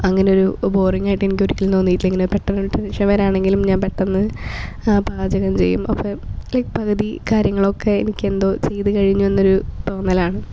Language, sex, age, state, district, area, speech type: Malayalam, female, 18-30, Kerala, Thrissur, rural, spontaneous